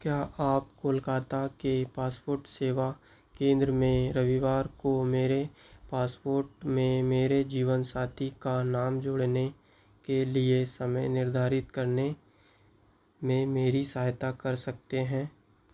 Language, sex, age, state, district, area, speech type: Hindi, male, 18-30, Madhya Pradesh, Seoni, rural, read